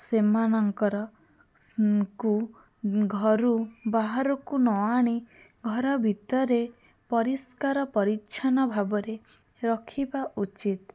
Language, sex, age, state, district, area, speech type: Odia, female, 18-30, Odisha, Bhadrak, rural, spontaneous